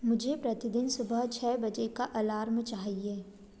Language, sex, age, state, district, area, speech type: Hindi, female, 18-30, Madhya Pradesh, Betul, rural, read